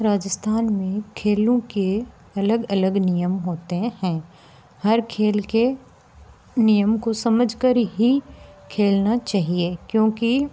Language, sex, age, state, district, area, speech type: Hindi, female, 18-30, Rajasthan, Nagaur, urban, spontaneous